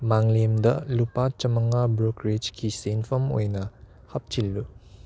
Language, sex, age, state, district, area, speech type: Manipuri, male, 18-30, Manipur, Churachandpur, urban, read